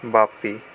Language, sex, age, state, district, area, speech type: Bengali, male, 18-30, West Bengal, Malda, rural, spontaneous